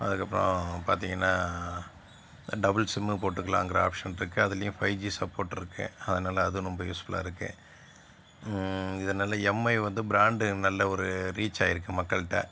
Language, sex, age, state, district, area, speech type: Tamil, male, 60+, Tamil Nadu, Sivaganga, urban, spontaneous